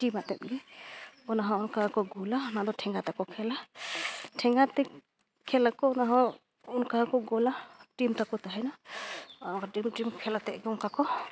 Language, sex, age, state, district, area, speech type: Santali, female, 30-45, Jharkhand, East Singhbhum, rural, spontaneous